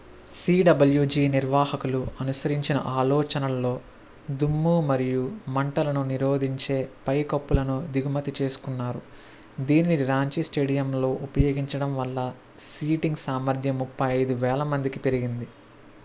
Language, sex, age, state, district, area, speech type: Telugu, male, 60+, Andhra Pradesh, Kakinada, rural, read